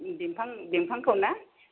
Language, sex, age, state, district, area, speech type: Bodo, female, 60+, Assam, Chirang, rural, conversation